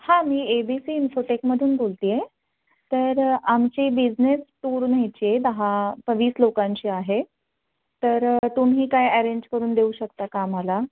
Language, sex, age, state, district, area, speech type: Marathi, female, 30-45, Maharashtra, Kolhapur, urban, conversation